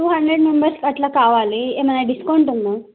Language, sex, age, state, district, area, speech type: Telugu, female, 18-30, Telangana, Nagarkurnool, urban, conversation